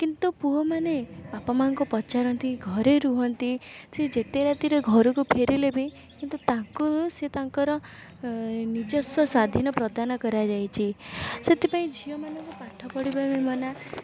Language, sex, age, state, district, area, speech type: Odia, female, 18-30, Odisha, Puri, urban, spontaneous